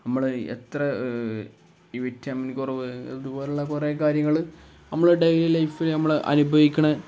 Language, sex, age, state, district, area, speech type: Malayalam, male, 18-30, Kerala, Kozhikode, rural, spontaneous